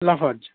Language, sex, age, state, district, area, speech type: Bengali, male, 60+, West Bengal, Howrah, urban, conversation